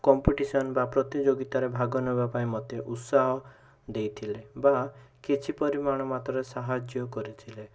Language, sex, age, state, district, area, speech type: Odia, male, 18-30, Odisha, Bhadrak, rural, spontaneous